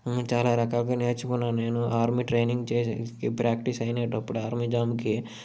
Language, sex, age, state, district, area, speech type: Telugu, male, 30-45, Andhra Pradesh, Srikakulam, urban, spontaneous